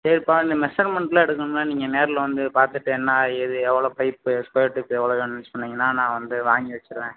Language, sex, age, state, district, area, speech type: Tamil, male, 18-30, Tamil Nadu, Sivaganga, rural, conversation